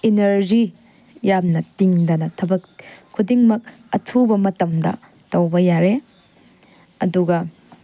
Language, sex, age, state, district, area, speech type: Manipuri, female, 18-30, Manipur, Tengnoupal, rural, spontaneous